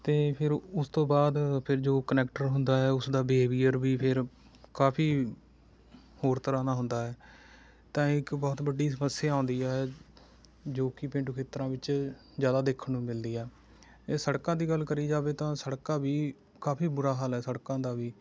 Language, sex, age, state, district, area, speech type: Punjabi, male, 30-45, Punjab, Rupnagar, rural, spontaneous